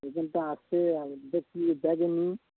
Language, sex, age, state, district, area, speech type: Bengali, male, 45-60, West Bengal, Dakshin Dinajpur, rural, conversation